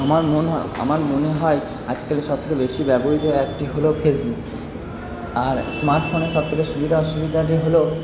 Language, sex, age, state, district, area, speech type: Bengali, male, 30-45, West Bengal, Purba Bardhaman, urban, spontaneous